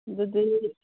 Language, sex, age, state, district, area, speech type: Manipuri, female, 45-60, Manipur, Kangpokpi, urban, conversation